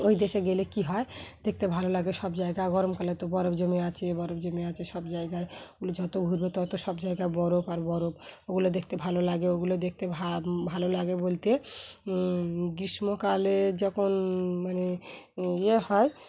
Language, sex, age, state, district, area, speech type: Bengali, female, 30-45, West Bengal, Dakshin Dinajpur, urban, spontaneous